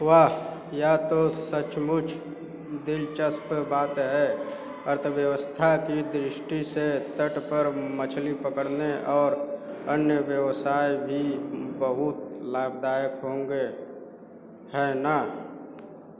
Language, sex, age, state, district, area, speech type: Hindi, male, 18-30, Uttar Pradesh, Azamgarh, rural, read